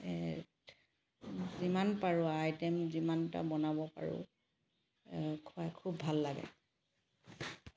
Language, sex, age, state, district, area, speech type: Assamese, female, 30-45, Assam, Charaideo, urban, spontaneous